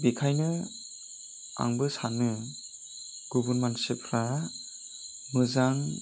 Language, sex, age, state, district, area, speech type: Bodo, male, 18-30, Assam, Chirang, urban, spontaneous